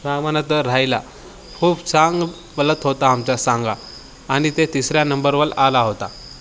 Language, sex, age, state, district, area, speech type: Marathi, male, 18-30, Maharashtra, Nanded, rural, spontaneous